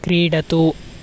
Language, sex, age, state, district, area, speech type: Sanskrit, male, 18-30, Karnataka, Chikkamagaluru, rural, read